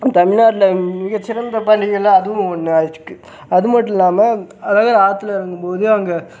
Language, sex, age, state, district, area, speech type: Tamil, male, 18-30, Tamil Nadu, Sivaganga, rural, spontaneous